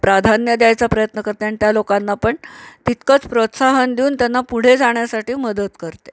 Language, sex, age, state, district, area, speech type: Marathi, female, 45-60, Maharashtra, Nanded, rural, spontaneous